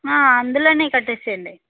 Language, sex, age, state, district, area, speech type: Telugu, female, 18-30, Andhra Pradesh, Chittoor, rural, conversation